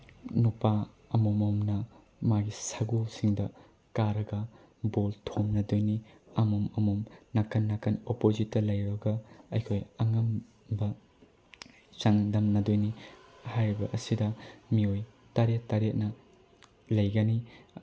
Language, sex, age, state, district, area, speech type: Manipuri, male, 18-30, Manipur, Bishnupur, rural, spontaneous